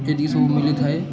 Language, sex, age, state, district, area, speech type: Odia, male, 18-30, Odisha, Balangir, urban, spontaneous